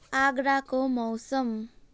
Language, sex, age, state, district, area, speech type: Nepali, female, 18-30, West Bengal, Jalpaiguri, rural, read